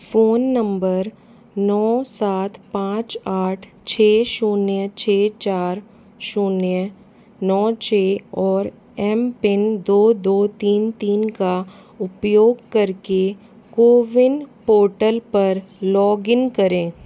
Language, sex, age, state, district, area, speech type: Hindi, female, 45-60, Rajasthan, Jaipur, urban, read